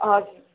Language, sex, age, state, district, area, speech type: Nepali, female, 18-30, West Bengal, Darjeeling, rural, conversation